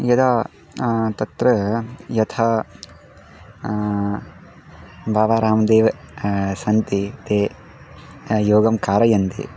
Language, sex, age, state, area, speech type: Sanskrit, male, 18-30, Uttarakhand, rural, spontaneous